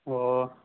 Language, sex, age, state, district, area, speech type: Manipuri, male, 18-30, Manipur, Churachandpur, rural, conversation